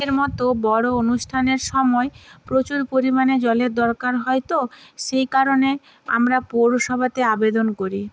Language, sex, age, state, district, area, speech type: Bengali, female, 45-60, West Bengal, Nadia, rural, spontaneous